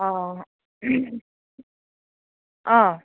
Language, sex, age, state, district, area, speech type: Assamese, female, 30-45, Assam, Udalguri, rural, conversation